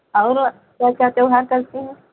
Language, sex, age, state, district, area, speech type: Hindi, female, 45-60, Uttar Pradesh, Lucknow, rural, conversation